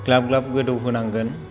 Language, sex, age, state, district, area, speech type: Bodo, male, 30-45, Assam, Kokrajhar, rural, spontaneous